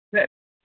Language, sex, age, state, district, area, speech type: Tamil, male, 30-45, Tamil Nadu, Chengalpattu, rural, conversation